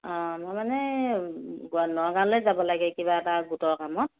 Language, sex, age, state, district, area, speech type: Assamese, female, 60+, Assam, Morigaon, rural, conversation